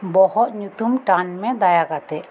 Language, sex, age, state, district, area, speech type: Santali, female, 45-60, West Bengal, Birbhum, rural, read